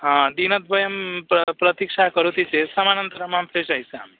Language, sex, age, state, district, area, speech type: Sanskrit, male, 18-30, Odisha, Bargarh, rural, conversation